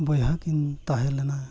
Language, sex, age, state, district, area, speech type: Santali, male, 45-60, Odisha, Mayurbhanj, rural, spontaneous